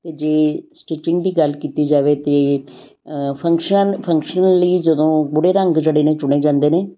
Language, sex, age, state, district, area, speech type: Punjabi, female, 60+, Punjab, Amritsar, urban, spontaneous